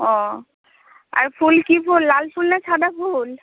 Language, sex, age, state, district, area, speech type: Bengali, female, 30-45, West Bengal, Uttar Dinajpur, urban, conversation